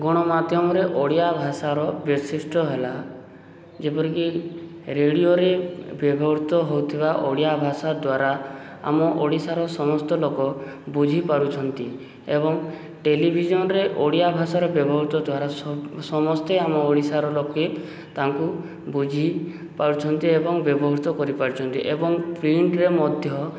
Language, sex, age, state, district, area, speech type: Odia, male, 18-30, Odisha, Subarnapur, urban, spontaneous